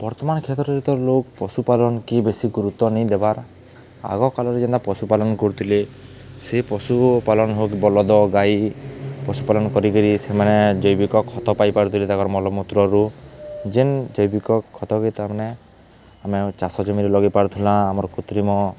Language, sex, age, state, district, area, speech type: Odia, male, 18-30, Odisha, Balangir, urban, spontaneous